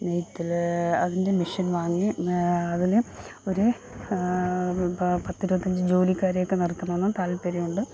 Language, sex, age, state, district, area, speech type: Malayalam, female, 45-60, Kerala, Thiruvananthapuram, rural, spontaneous